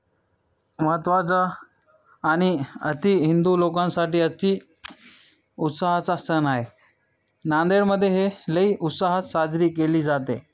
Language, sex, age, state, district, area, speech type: Marathi, male, 18-30, Maharashtra, Nanded, urban, spontaneous